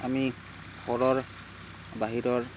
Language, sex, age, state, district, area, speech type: Assamese, male, 30-45, Assam, Barpeta, rural, spontaneous